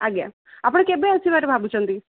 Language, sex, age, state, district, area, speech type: Odia, female, 30-45, Odisha, Sundergarh, urban, conversation